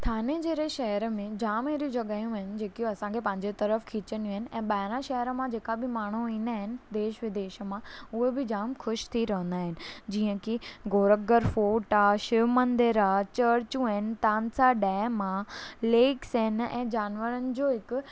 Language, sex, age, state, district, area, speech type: Sindhi, female, 18-30, Maharashtra, Thane, urban, spontaneous